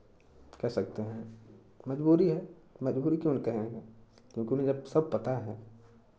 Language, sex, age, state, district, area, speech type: Hindi, male, 18-30, Uttar Pradesh, Chandauli, urban, spontaneous